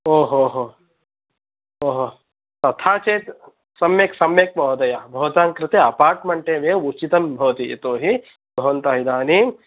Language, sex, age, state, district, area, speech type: Sanskrit, male, 30-45, Karnataka, Kolar, rural, conversation